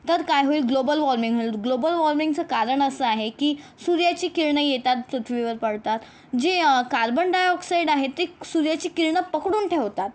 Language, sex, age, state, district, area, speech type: Marathi, female, 18-30, Maharashtra, Yavatmal, rural, spontaneous